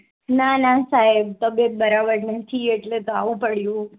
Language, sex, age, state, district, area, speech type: Gujarati, female, 18-30, Gujarat, Morbi, urban, conversation